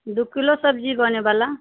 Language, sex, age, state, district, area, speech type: Maithili, female, 60+, Bihar, Muzaffarpur, urban, conversation